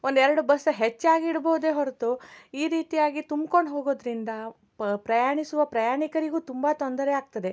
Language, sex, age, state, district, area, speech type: Kannada, female, 30-45, Karnataka, Shimoga, rural, spontaneous